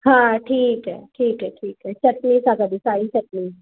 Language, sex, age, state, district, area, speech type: Sindhi, female, 45-60, Maharashtra, Mumbai Suburban, urban, conversation